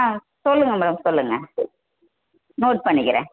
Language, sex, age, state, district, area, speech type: Tamil, female, 18-30, Tamil Nadu, Tenkasi, urban, conversation